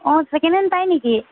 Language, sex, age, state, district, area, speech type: Assamese, female, 18-30, Assam, Tinsukia, urban, conversation